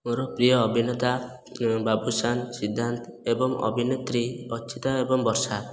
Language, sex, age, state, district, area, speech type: Odia, male, 18-30, Odisha, Khordha, rural, spontaneous